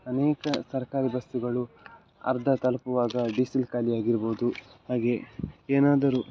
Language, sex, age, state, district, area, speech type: Kannada, male, 18-30, Karnataka, Dakshina Kannada, urban, spontaneous